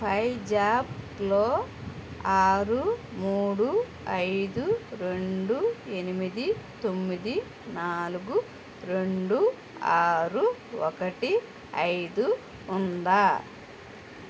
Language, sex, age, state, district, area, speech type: Telugu, female, 45-60, Andhra Pradesh, N T Rama Rao, urban, read